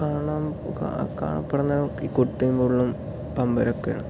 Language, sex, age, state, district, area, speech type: Malayalam, male, 18-30, Kerala, Palakkad, rural, spontaneous